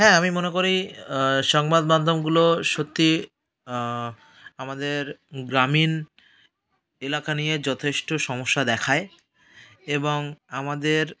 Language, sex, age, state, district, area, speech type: Bengali, male, 30-45, West Bengal, South 24 Parganas, rural, spontaneous